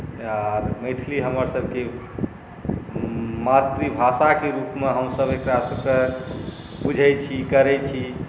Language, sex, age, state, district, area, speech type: Maithili, male, 45-60, Bihar, Saharsa, urban, spontaneous